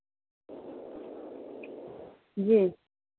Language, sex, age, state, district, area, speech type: Hindi, female, 30-45, Bihar, Begusarai, rural, conversation